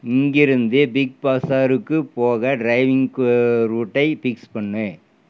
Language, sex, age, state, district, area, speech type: Tamil, male, 60+, Tamil Nadu, Erode, urban, read